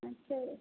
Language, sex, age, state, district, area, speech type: Hindi, female, 60+, Uttar Pradesh, Azamgarh, urban, conversation